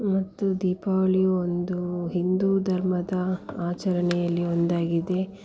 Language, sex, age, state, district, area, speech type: Kannada, female, 18-30, Karnataka, Dakshina Kannada, rural, spontaneous